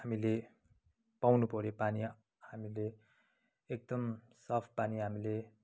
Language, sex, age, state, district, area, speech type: Nepali, male, 30-45, West Bengal, Kalimpong, rural, spontaneous